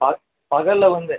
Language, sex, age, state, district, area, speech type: Tamil, male, 30-45, Tamil Nadu, Pudukkottai, rural, conversation